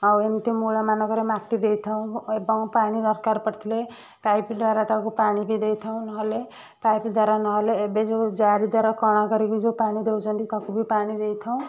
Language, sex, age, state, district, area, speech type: Odia, female, 30-45, Odisha, Kendujhar, urban, spontaneous